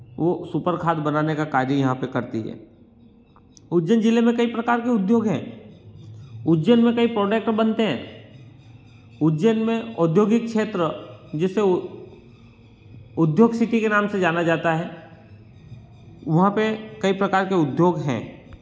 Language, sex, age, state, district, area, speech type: Hindi, male, 30-45, Madhya Pradesh, Ujjain, rural, spontaneous